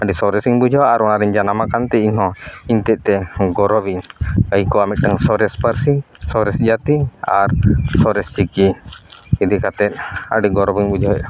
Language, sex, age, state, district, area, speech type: Santali, male, 30-45, Jharkhand, East Singhbhum, rural, spontaneous